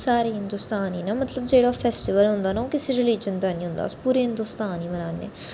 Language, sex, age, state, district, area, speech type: Dogri, female, 30-45, Jammu and Kashmir, Reasi, urban, spontaneous